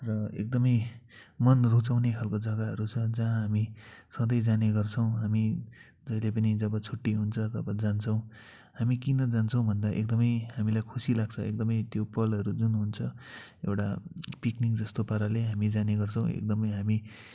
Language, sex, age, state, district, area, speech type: Nepali, male, 18-30, West Bengal, Kalimpong, rural, spontaneous